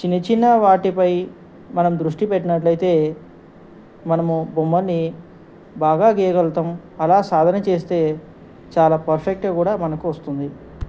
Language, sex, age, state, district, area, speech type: Telugu, male, 45-60, Telangana, Ranga Reddy, urban, spontaneous